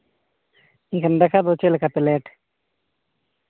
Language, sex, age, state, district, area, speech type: Santali, male, 30-45, Jharkhand, Seraikela Kharsawan, rural, conversation